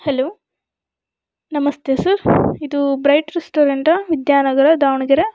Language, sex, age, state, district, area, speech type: Kannada, female, 18-30, Karnataka, Davanagere, urban, spontaneous